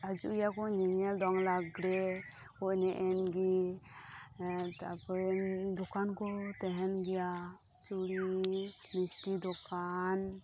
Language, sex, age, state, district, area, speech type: Santali, female, 18-30, West Bengal, Birbhum, rural, spontaneous